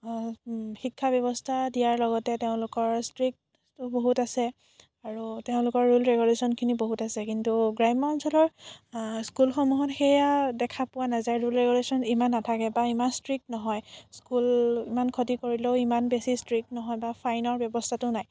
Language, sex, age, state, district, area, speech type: Assamese, female, 18-30, Assam, Biswanath, rural, spontaneous